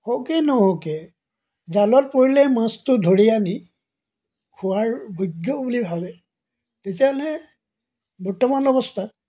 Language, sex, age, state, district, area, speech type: Assamese, male, 60+, Assam, Dibrugarh, rural, spontaneous